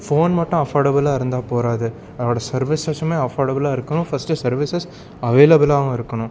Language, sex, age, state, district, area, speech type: Tamil, male, 18-30, Tamil Nadu, Salem, urban, spontaneous